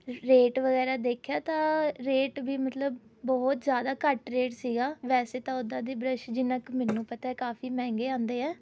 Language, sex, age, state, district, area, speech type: Punjabi, female, 18-30, Punjab, Rupnagar, urban, spontaneous